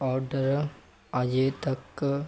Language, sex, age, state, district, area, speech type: Punjabi, male, 18-30, Punjab, Mansa, urban, spontaneous